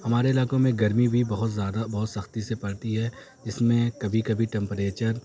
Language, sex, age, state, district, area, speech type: Urdu, male, 18-30, Uttar Pradesh, Azamgarh, urban, spontaneous